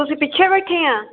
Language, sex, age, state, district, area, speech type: Punjabi, female, 60+, Punjab, Fazilka, rural, conversation